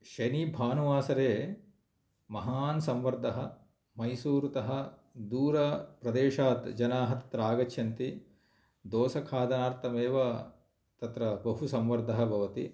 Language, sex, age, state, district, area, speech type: Sanskrit, male, 45-60, Andhra Pradesh, Kurnool, rural, spontaneous